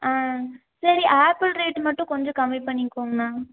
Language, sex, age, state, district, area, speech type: Tamil, female, 18-30, Tamil Nadu, Erode, rural, conversation